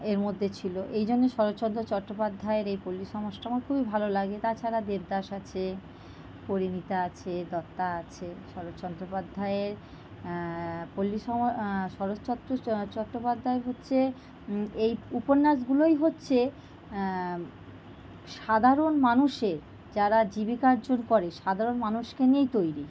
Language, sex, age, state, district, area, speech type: Bengali, female, 30-45, West Bengal, North 24 Parganas, urban, spontaneous